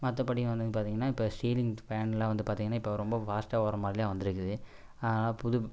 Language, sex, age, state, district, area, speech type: Tamil, male, 18-30, Tamil Nadu, Coimbatore, rural, spontaneous